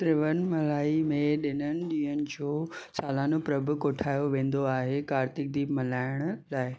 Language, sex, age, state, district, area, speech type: Sindhi, male, 18-30, Maharashtra, Thane, urban, read